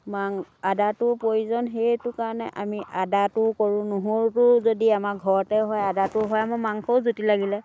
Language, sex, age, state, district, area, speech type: Assamese, female, 60+, Assam, Dhemaji, rural, spontaneous